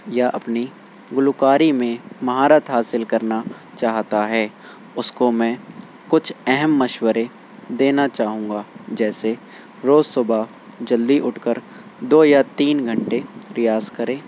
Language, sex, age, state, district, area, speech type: Urdu, male, 18-30, Uttar Pradesh, Shahjahanpur, rural, spontaneous